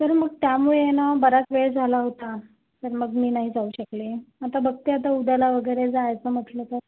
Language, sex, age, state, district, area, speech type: Marathi, female, 30-45, Maharashtra, Yavatmal, rural, conversation